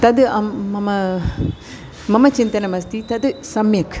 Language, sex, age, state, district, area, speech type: Sanskrit, female, 60+, Tamil Nadu, Thanjavur, urban, spontaneous